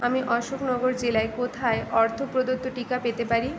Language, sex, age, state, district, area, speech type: Bengali, female, 18-30, West Bengal, Paschim Medinipur, rural, read